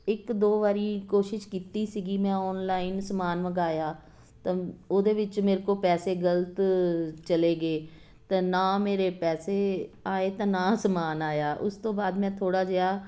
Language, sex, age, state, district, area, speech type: Punjabi, female, 45-60, Punjab, Jalandhar, urban, spontaneous